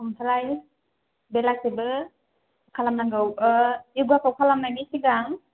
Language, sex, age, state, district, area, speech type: Bodo, female, 18-30, Assam, Kokrajhar, rural, conversation